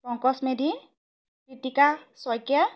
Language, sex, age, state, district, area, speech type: Assamese, female, 18-30, Assam, Biswanath, rural, spontaneous